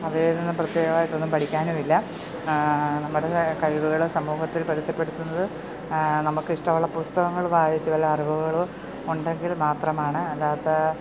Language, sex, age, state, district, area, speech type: Malayalam, female, 30-45, Kerala, Pathanamthitta, rural, spontaneous